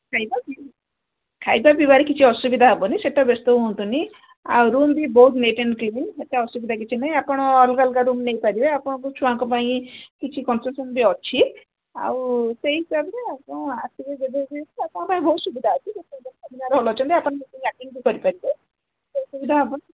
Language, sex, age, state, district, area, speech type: Odia, female, 60+, Odisha, Gajapati, rural, conversation